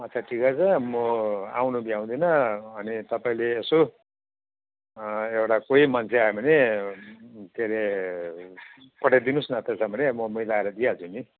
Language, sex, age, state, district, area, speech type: Nepali, male, 45-60, West Bengal, Jalpaiguri, urban, conversation